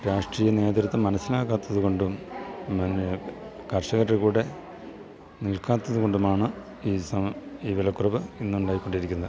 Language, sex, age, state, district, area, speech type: Malayalam, male, 45-60, Kerala, Idukki, rural, spontaneous